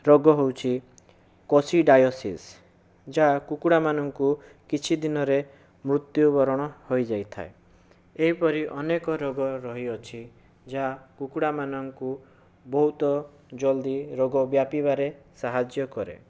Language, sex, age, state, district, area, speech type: Odia, male, 45-60, Odisha, Bhadrak, rural, spontaneous